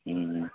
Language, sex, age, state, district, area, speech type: Odia, male, 45-60, Odisha, Sambalpur, rural, conversation